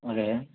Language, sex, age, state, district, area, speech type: Telugu, male, 45-60, Andhra Pradesh, Vizianagaram, rural, conversation